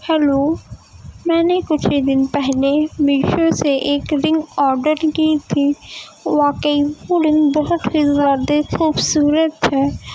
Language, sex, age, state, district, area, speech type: Urdu, female, 18-30, Uttar Pradesh, Gautam Buddha Nagar, rural, spontaneous